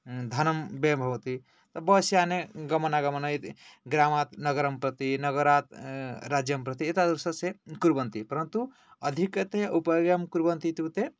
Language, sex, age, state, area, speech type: Sanskrit, male, 18-30, Odisha, rural, spontaneous